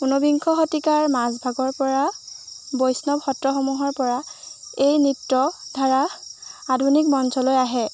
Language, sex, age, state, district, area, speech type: Assamese, female, 18-30, Assam, Jorhat, urban, spontaneous